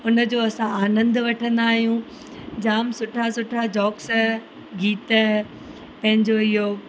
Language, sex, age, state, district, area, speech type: Sindhi, female, 18-30, Gujarat, Surat, urban, spontaneous